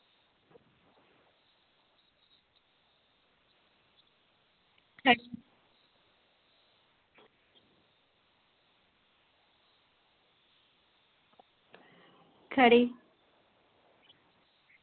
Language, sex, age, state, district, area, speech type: Dogri, female, 18-30, Jammu and Kashmir, Udhampur, rural, conversation